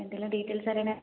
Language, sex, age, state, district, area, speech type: Malayalam, female, 18-30, Kerala, Kottayam, rural, conversation